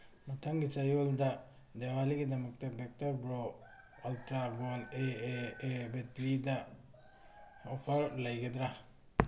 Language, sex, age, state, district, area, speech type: Manipuri, male, 18-30, Manipur, Tengnoupal, rural, read